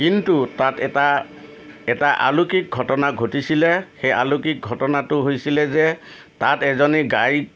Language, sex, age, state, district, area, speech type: Assamese, male, 60+, Assam, Udalguri, urban, spontaneous